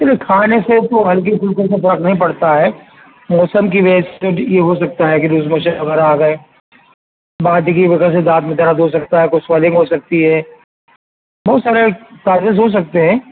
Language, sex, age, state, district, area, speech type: Urdu, male, 60+, Uttar Pradesh, Rampur, urban, conversation